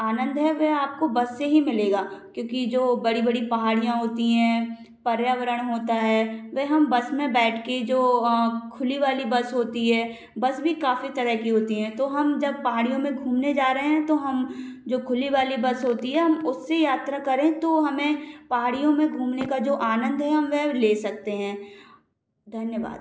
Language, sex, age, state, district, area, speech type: Hindi, female, 18-30, Madhya Pradesh, Gwalior, rural, spontaneous